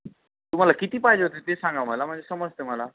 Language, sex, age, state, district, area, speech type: Marathi, male, 18-30, Maharashtra, Nanded, urban, conversation